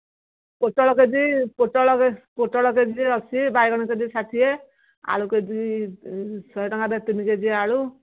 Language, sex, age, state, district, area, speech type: Odia, female, 60+, Odisha, Jharsuguda, rural, conversation